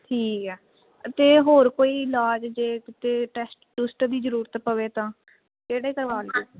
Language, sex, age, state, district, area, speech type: Punjabi, female, 18-30, Punjab, Jalandhar, urban, conversation